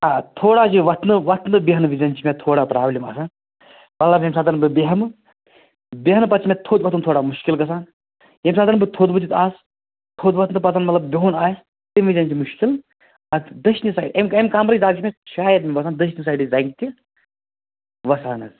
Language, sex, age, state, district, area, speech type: Kashmiri, male, 30-45, Jammu and Kashmir, Bandipora, rural, conversation